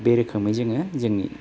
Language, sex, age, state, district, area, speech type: Bodo, male, 30-45, Assam, Baksa, rural, spontaneous